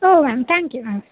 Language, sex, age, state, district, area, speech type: Marathi, female, 18-30, Maharashtra, Wardha, rural, conversation